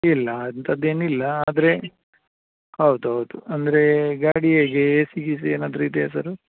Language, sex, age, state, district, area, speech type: Kannada, male, 45-60, Karnataka, Udupi, rural, conversation